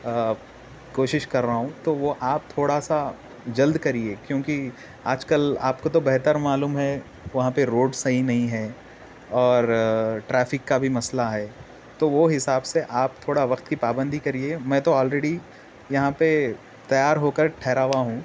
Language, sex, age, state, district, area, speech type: Urdu, male, 18-30, Telangana, Hyderabad, urban, spontaneous